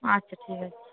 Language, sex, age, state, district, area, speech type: Bengali, female, 30-45, West Bengal, Darjeeling, urban, conversation